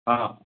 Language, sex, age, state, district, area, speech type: Odia, male, 45-60, Odisha, Koraput, urban, conversation